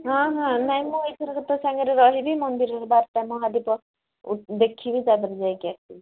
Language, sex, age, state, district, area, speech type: Odia, female, 30-45, Odisha, Cuttack, urban, conversation